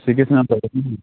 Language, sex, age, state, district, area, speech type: Kashmiri, male, 30-45, Jammu and Kashmir, Bandipora, rural, conversation